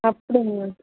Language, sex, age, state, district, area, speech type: Tamil, female, 45-60, Tamil Nadu, Mayiladuthurai, rural, conversation